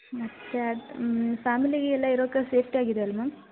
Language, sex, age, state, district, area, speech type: Kannada, female, 18-30, Karnataka, Gadag, rural, conversation